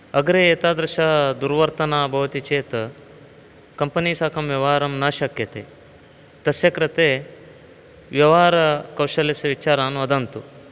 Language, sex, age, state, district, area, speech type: Sanskrit, male, 30-45, Karnataka, Uttara Kannada, rural, spontaneous